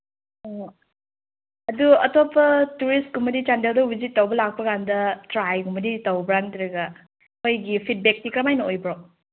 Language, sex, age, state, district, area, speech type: Manipuri, female, 18-30, Manipur, Chandel, rural, conversation